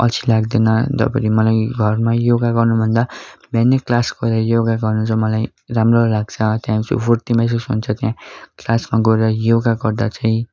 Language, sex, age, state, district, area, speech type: Nepali, male, 18-30, West Bengal, Darjeeling, rural, spontaneous